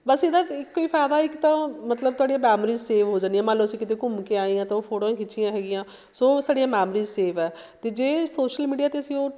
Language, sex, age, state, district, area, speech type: Punjabi, female, 45-60, Punjab, Shaheed Bhagat Singh Nagar, urban, spontaneous